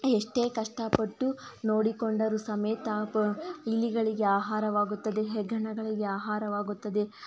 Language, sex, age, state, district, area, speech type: Kannada, female, 30-45, Karnataka, Tumkur, rural, spontaneous